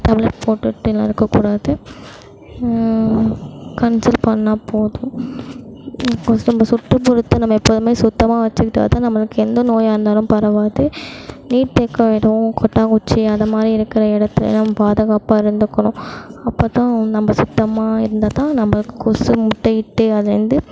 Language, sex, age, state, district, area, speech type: Tamil, female, 18-30, Tamil Nadu, Mayiladuthurai, urban, spontaneous